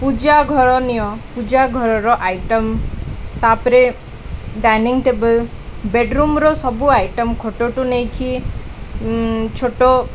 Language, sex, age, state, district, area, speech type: Odia, female, 18-30, Odisha, Koraput, urban, spontaneous